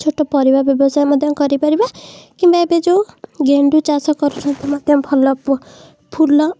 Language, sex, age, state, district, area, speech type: Odia, female, 30-45, Odisha, Puri, urban, spontaneous